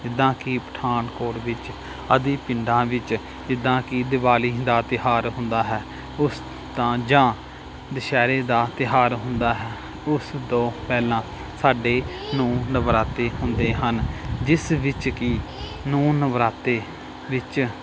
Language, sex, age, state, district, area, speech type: Punjabi, male, 30-45, Punjab, Pathankot, rural, spontaneous